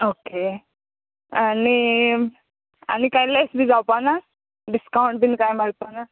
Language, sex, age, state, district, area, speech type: Goan Konkani, female, 30-45, Goa, Quepem, rural, conversation